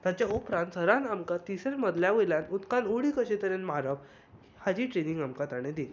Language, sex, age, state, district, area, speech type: Goan Konkani, male, 18-30, Goa, Bardez, urban, spontaneous